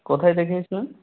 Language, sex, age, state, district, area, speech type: Bengali, male, 18-30, West Bengal, Jalpaiguri, rural, conversation